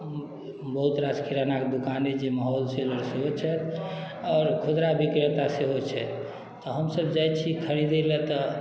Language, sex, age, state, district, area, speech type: Maithili, male, 45-60, Bihar, Madhubani, rural, spontaneous